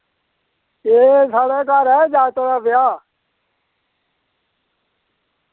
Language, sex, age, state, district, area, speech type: Dogri, male, 60+, Jammu and Kashmir, Reasi, rural, conversation